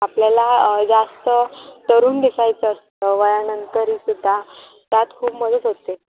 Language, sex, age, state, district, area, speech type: Marathi, female, 18-30, Maharashtra, Sindhudurg, rural, conversation